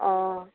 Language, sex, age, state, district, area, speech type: Assamese, female, 30-45, Assam, Sivasagar, rural, conversation